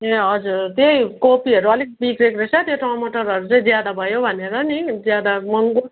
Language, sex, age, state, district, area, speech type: Nepali, female, 45-60, West Bengal, Darjeeling, rural, conversation